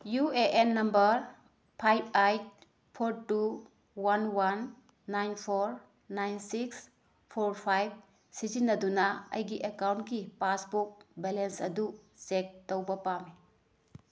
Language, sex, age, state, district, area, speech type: Manipuri, female, 30-45, Manipur, Bishnupur, rural, read